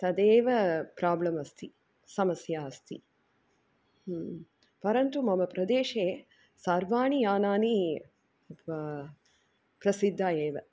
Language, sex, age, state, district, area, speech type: Sanskrit, female, 45-60, Tamil Nadu, Tiruchirappalli, urban, spontaneous